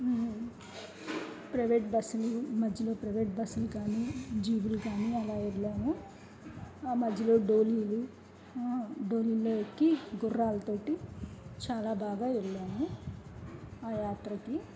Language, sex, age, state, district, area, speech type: Telugu, female, 30-45, Andhra Pradesh, N T Rama Rao, urban, spontaneous